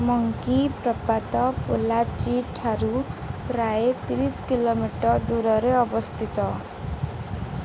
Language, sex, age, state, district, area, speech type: Odia, female, 18-30, Odisha, Jagatsinghpur, urban, read